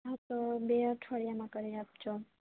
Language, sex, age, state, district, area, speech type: Gujarati, female, 18-30, Gujarat, Junagadh, urban, conversation